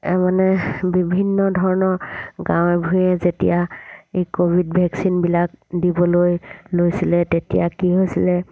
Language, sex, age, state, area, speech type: Assamese, female, 45-60, Assam, rural, spontaneous